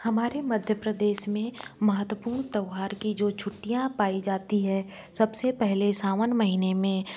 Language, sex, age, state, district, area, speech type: Hindi, female, 18-30, Madhya Pradesh, Bhopal, urban, spontaneous